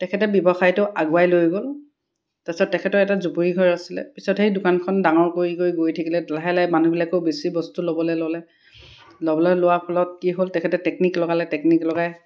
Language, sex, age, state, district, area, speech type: Assamese, female, 30-45, Assam, Dibrugarh, urban, spontaneous